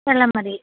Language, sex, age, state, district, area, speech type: Malayalam, female, 30-45, Kerala, Pathanamthitta, rural, conversation